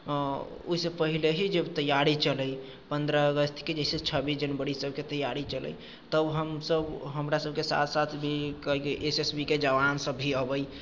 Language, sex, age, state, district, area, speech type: Maithili, male, 45-60, Bihar, Sitamarhi, urban, spontaneous